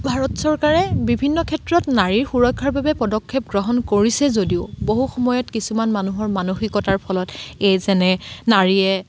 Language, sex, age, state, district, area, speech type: Assamese, female, 30-45, Assam, Dibrugarh, rural, spontaneous